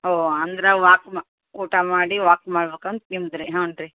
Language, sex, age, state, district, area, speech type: Kannada, female, 30-45, Karnataka, Koppal, urban, conversation